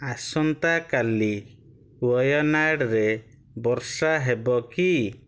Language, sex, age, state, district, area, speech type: Odia, male, 30-45, Odisha, Bhadrak, rural, read